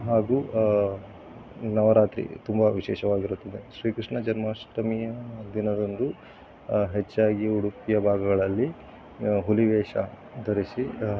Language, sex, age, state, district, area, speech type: Kannada, male, 30-45, Karnataka, Udupi, rural, spontaneous